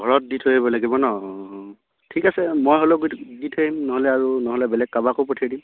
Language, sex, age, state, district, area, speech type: Assamese, male, 18-30, Assam, Dibrugarh, rural, conversation